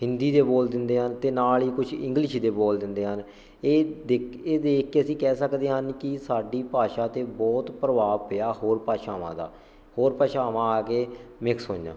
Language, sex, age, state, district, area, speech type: Punjabi, male, 18-30, Punjab, Shaheed Bhagat Singh Nagar, rural, spontaneous